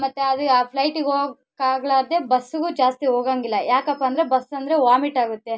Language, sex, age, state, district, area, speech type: Kannada, female, 18-30, Karnataka, Vijayanagara, rural, spontaneous